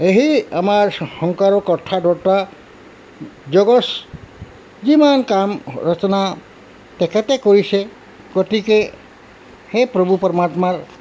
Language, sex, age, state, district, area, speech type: Assamese, male, 60+, Assam, Tinsukia, rural, spontaneous